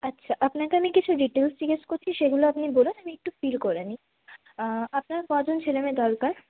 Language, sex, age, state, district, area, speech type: Bengali, female, 18-30, West Bengal, Paschim Bardhaman, urban, conversation